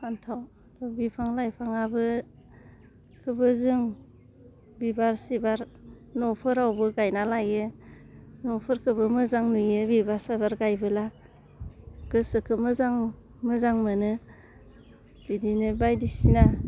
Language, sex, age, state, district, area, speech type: Bodo, female, 30-45, Assam, Udalguri, rural, spontaneous